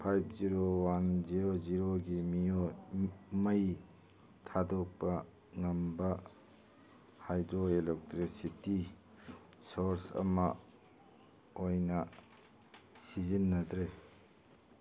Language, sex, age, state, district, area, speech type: Manipuri, male, 45-60, Manipur, Churachandpur, urban, read